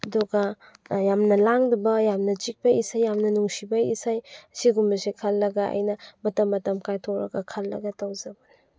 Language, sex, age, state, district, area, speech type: Manipuri, female, 18-30, Manipur, Chandel, rural, spontaneous